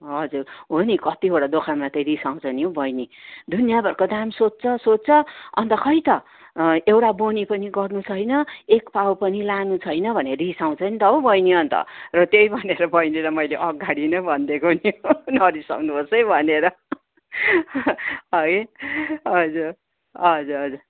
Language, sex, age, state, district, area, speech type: Nepali, female, 60+, West Bengal, Kalimpong, rural, conversation